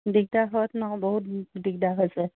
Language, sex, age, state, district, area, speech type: Assamese, female, 45-60, Assam, Charaideo, urban, conversation